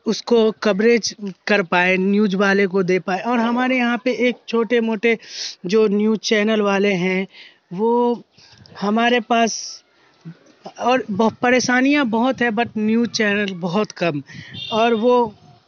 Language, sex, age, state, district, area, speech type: Urdu, male, 18-30, Bihar, Khagaria, rural, spontaneous